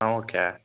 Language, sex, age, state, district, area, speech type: Kannada, male, 18-30, Karnataka, Shimoga, rural, conversation